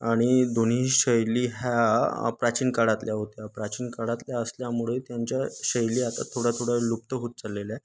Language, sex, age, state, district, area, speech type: Marathi, male, 30-45, Maharashtra, Nagpur, urban, spontaneous